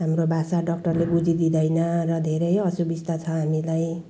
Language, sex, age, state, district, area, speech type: Nepali, female, 60+, West Bengal, Jalpaiguri, rural, spontaneous